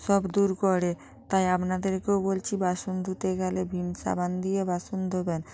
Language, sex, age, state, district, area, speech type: Bengali, female, 45-60, West Bengal, North 24 Parganas, rural, spontaneous